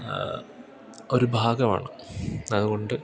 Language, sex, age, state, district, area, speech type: Malayalam, male, 18-30, Kerala, Idukki, rural, spontaneous